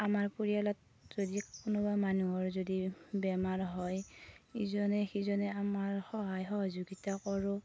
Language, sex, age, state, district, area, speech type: Assamese, female, 30-45, Assam, Darrang, rural, spontaneous